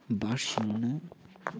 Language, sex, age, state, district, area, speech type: Nepali, male, 60+, West Bengal, Kalimpong, rural, spontaneous